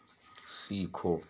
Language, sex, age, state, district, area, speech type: Hindi, male, 60+, Madhya Pradesh, Seoni, urban, read